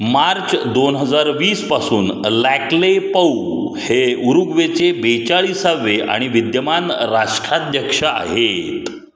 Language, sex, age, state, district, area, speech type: Marathi, male, 45-60, Maharashtra, Satara, urban, read